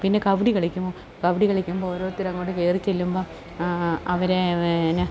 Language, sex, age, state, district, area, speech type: Malayalam, female, 45-60, Kerala, Kottayam, urban, spontaneous